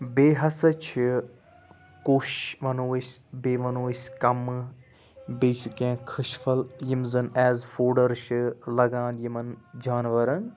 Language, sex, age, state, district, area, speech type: Kashmiri, male, 30-45, Jammu and Kashmir, Anantnag, rural, spontaneous